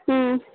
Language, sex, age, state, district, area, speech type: Bengali, female, 45-60, West Bengal, Darjeeling, urban, conversation